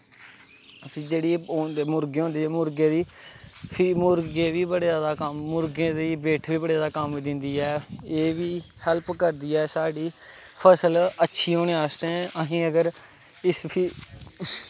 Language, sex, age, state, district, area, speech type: Dogri, male, 18-30, Jammu and Kashmir, Kathua, rural, spontaneous